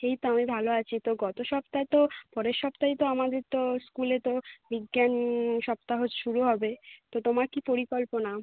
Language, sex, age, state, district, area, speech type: Bengali, female, 18-30, West Bengal, North 24 Parganas, urban, conversation